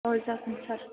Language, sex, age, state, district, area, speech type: Bodo, female, 18-30, Assam, Chirang, urban, conversation